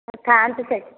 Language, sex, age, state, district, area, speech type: Odia, female, 30-45, Odisha, Dhenkanal, rural, conversation